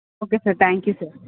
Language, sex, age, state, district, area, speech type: Telugu, female, 60+, Andhra Pradesh, Visakhapatnam, urban, conversation